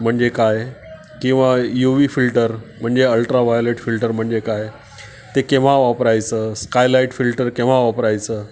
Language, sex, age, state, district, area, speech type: Marathi, male, 60+, Maharashtra, Palghar, rural, spontaneous